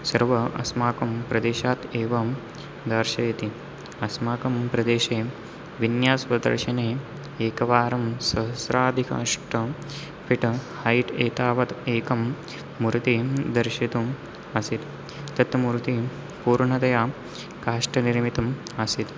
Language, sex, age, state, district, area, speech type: Sanskrit, male, 18-30, Maharashtra, Nashik, rural, spontaneous